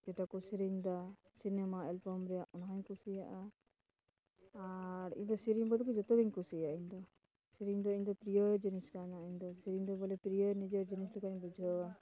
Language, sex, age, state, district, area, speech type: Santali, female, 30-45, West Bengal, Dakshin Dinajpur, rural, spontaneous